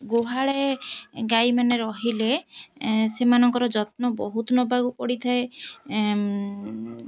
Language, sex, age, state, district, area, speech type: Odia, female, 30-45, Odisha, Jagatsinghpur, rural, spontaneous